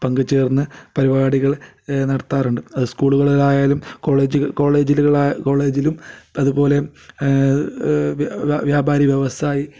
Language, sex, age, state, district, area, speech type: Malayalam, male, 30-45, Kerala, Kasaragod, rural, spontaneous